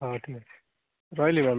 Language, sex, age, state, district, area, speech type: Odia, male, 18-30, Odisha, Rayagada, rural, conversation